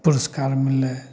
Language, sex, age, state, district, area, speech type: Maithili, male, 45-60, Bihar, Samastipur, rural, spontaneous